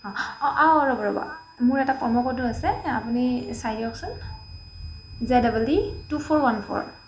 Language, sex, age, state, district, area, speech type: Assamese, female, 18-30, Assam, Jorhat, urban, spontaneous